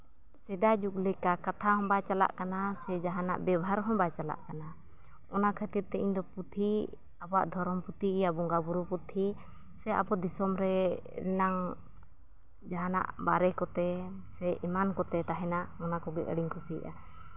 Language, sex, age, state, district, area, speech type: Santali, female, 30-45, Jharkhand, East Singhbhum, rural, spontaneous